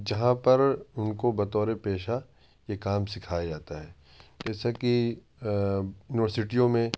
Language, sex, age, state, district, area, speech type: Urdu, male, 18-30, Uttar Pradesh, Ghaziabad, urban, spontaneous